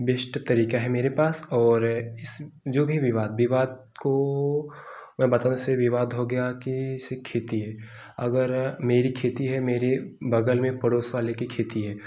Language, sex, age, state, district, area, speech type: Hindi, male, 18-30, Uttar Pradesh, Jaunpur, rural, spontaneous